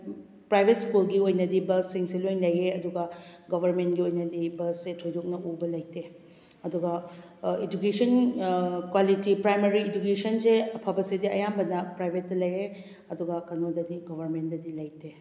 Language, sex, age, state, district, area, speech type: Manipuri, female, 30-45, Manipur, Kakching, rural, spontaneous